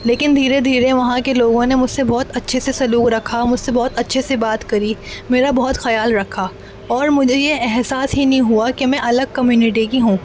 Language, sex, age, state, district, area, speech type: Urdu, female, 18-30, Delhi, North East Delhi, urban, spontaneous